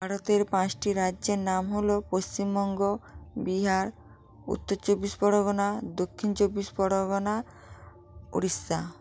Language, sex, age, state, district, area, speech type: Bengali, female, 45-60, West Bengal, North 24 Parganas, rural, spontaneous